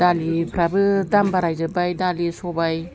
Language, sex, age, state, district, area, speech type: Bodo, female, 60+, Assam, Udalguri, rural, spontaneous